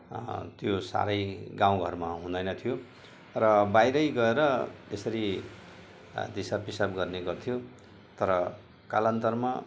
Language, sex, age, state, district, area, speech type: Nepali, male, 60+, West Bengal, Jalpaiguri, rural, spontaneous